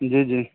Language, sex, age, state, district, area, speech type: Urdu, male, 18-30, Uttar Pradesh, Saharanpur, urban, conversation